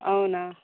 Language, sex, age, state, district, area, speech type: Telugu, female, 18-30, Telangana, Jangaon, rural, conversation